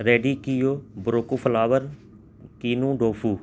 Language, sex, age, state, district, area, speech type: Urdu, male, 30-45, Delhi, North East Delhi, urban, spontaneous